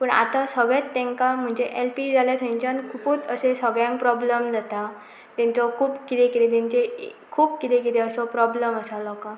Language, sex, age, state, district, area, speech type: Goan Konkani, female, 18-30, Goa, Pernem, rural, spontaneous